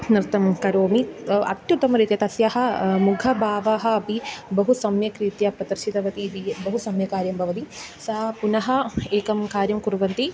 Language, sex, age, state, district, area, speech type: Sanskrit, female, 18-30, Kerala, Kannur, urban, spontaneous